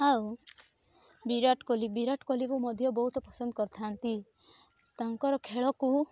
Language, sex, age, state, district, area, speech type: Odia, female, 18-30, Odisha, Rayagada, rural, spontaneous